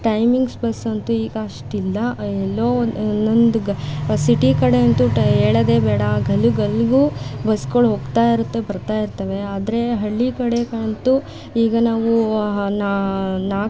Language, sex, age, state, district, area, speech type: Kannada, female, 18-30, Karnataka, Mandya, rural, spontaneous